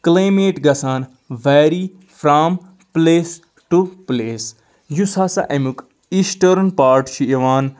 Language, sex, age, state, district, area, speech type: Kashmiri, male, 30-45, Jammu and Kashmir, Anantnag, rural, spontaneous